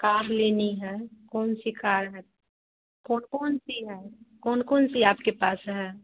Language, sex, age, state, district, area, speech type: Hindi, female, 30-45, Bihar, Samastipur, rural, conversation